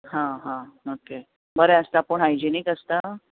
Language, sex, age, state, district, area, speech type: Goan Konkani, female, 30-45, Goa, Bardez, rural, conversation